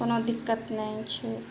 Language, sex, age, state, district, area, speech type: Maithili, female, 45-60, Bihar, Madhubani, rural, spontaneous